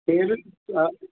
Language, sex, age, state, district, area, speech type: Sindhi, male, 60+, Gujarat, Kutch, rural, conversation